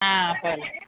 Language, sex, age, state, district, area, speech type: Malayalam, female, 45-60, Kerala, Kottayam, urban, conversation